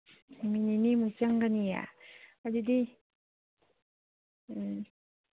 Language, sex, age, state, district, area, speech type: Manipuri, female, 30-45, Manipur, Imphal East, rural, conversation